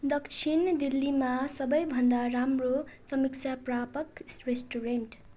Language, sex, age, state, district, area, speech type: Nepali, female, 18-30, West Bengal, Darjeeling, rural, read